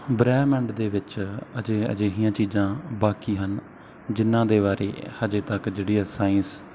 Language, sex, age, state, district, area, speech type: Punjabi, male, 18-30, Punjab, Bathinda, rural, spontaneous